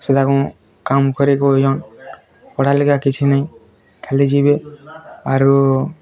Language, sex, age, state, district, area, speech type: Odia, male, 18-30, Odisha, Bargarh, rural, spontaneous